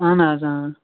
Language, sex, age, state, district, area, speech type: Kashmiri, male, 30-45, Jammu and Kashmir, Baramulla, rural, conversation